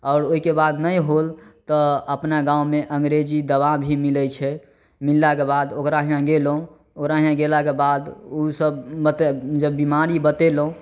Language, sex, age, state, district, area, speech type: Maithili, male, 18-30, Bihar, Samastipur, rural, spontaneous